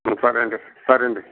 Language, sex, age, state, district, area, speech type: Telugu, male, 60+, Andhra Pradesh, Sri Balaji, urban, conversation